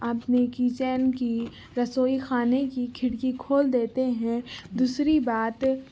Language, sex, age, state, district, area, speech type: Urdu, female, 18-30, Telangana, Hyderabad, urban, spontaneous